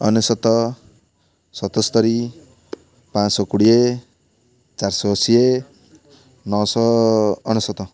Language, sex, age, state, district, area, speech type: Odia, male, 30-45, Odisha, Malkangiri, urban, spontaneous